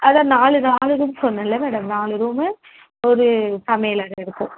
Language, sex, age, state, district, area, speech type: Tamil, female, 18-30, Tamil Nadu, Kanchipuram, urban, conversation